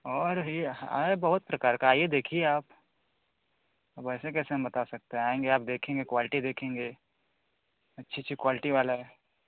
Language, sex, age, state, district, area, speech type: Hindi, male, 18-30, Uttar Pradesh, Varanasi, rural, conversation